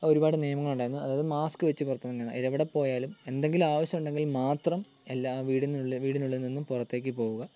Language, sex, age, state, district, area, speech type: Malayalam, male, 18-30, Kerala, Kottayam, rural, spontaneous